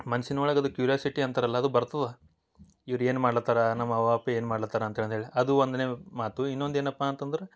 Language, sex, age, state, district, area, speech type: Kannada, male, 18-30, Karnataka, Bidar, urban, spontaneous